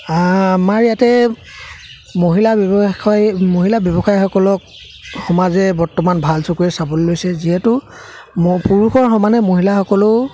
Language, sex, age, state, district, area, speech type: Assamese, male, 30-45, Assam, Charaideo, rural, spontaneous